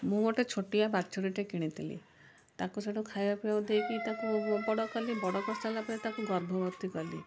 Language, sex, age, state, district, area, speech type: Odia, female, 45-60, Odisha, Cuttack, urban, spontaneous